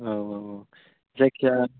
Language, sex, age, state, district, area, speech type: Bodo, male, 18-30, Assam, Chirang, rural, conversation